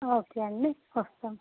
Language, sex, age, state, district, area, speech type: Telugu, female, 30-45, Andhra Pradesh, Visakhapatnam, urban, conversation